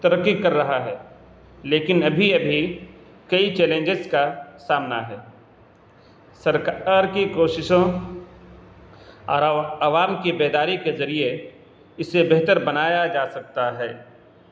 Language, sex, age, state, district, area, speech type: Urdu, male, 45-60, Bihar, Gaya, urban, spontaneous